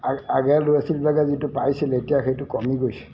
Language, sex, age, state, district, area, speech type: Assamese, male, 60+, Assam, Golaghat, urban, spontaneous